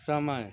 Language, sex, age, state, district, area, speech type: Hindi, male, 60+, Uttar Pradesh, Mau, urban, read